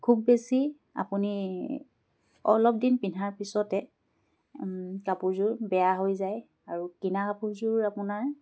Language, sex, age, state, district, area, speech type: Assamese, female, 30-45, Assam, Charaideo, rural, spontaneous